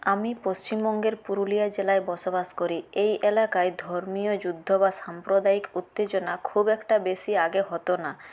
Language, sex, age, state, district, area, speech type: Bengali, female, 30-45, West Bengal, Purulia, rural, spontaneous